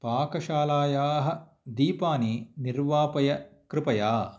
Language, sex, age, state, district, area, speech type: Sanskrit, male, 45-60, Andhra Pradesh, Kurnool, rural, read